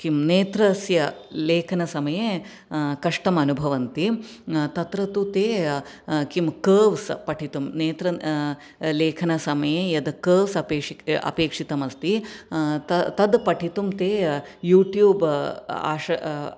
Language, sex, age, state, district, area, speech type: Sanskrit, female, 30-45, Kerala, Ernakulam, urban, spontaneous